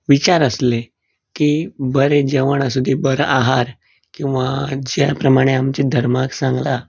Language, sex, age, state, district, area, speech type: Goan Konkani, male, 18-30, Goa, Canacona, rural, spontaneous